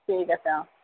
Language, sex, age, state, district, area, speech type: Assamese, female, 45-60, Assam, Jorhat, urban, conversation